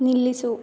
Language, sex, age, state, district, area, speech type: Kannada, female, 18-30, Karnataka, Mysore, rural, read